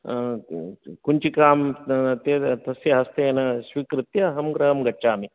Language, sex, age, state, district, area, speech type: Sanskrit, male, 60+, Karnataka, Shimoga, urban, conversation